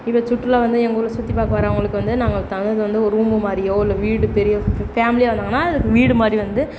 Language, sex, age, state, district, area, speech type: Tamil, female, 30-45, Tamil Nadu, Perambalur, rural, spontaneous